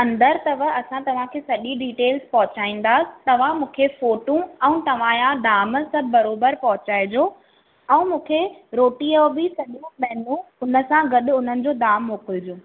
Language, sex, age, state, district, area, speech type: Sindhi, female, 18-30, Maharashtra, Thane, urban, conversation